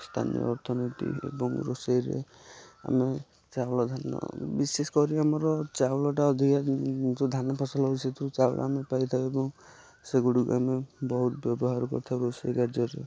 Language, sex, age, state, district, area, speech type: Odia, male, 18-30, Odisha, Nayagarh, rural, spontaneous